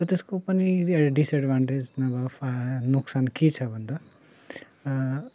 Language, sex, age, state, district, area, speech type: Nepali, male, 18-30, West Bengal, Darjeeling, rural, spontaneous